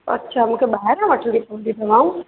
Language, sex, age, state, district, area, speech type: Sindhi, female, 30-45, Madhya Pradesh, Katni, rural, conversation